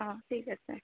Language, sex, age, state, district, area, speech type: Assamese, female, 18-30, Assam, Goalpara, rural, conversation